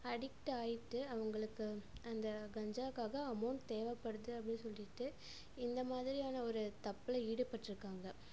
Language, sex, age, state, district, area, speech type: Tamil, female, 18-30, Tamil Nadu, Coimbatore, rural, spontaneous